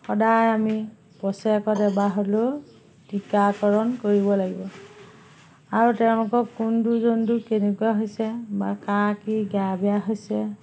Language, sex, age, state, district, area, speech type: Assamese, female, 45-60, Assam, Majuli, urban, spontaneous